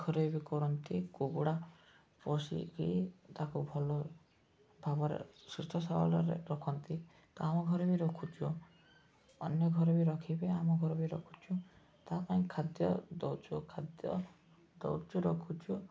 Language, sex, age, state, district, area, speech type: Odia, male, 18-30, Odisha, Nabarangpur, urban, spontaneous